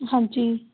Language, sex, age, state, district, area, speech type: Punjabi, female, 18-30, Punjab, Shaheed Bhagat Singh Nagar, urban, conversation